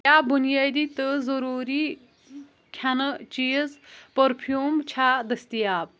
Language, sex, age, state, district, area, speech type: Kashmiri, female, 18-30, Jammu and Kashmir, Kulgam, rural, read